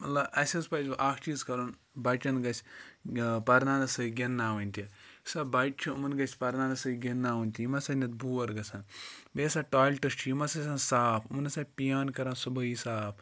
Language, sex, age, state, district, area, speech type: Kashmiri, male, 45-60, Jammu and Kashmir, Ganderbal, rural, spontaneous